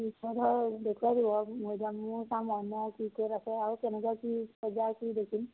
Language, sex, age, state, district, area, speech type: Assamese, female, 45-60, Assam, Majuli, urban, conversation